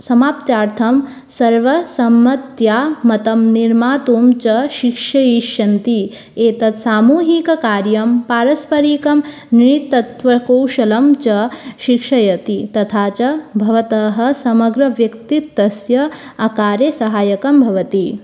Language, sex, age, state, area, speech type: Sanskrit, female, 18-30, Tripura, rural, spontaneous